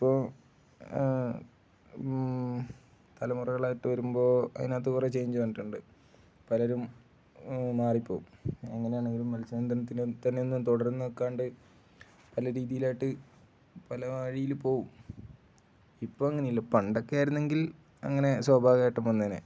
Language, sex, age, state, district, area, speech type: Malayalam, male, 18-30, Kerala, Wayanad, rural, spontaneous